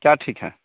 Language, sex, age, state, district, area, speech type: Hindi, male, 30-45, Bihar, Begusarai, urban, conversation